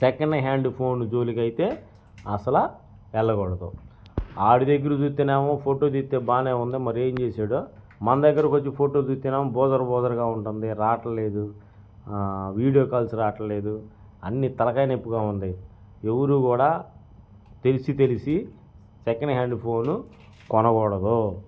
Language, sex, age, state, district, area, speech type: Telugu, male, 45-60, Andhra Pradesh, Guntur, rural, spontaneous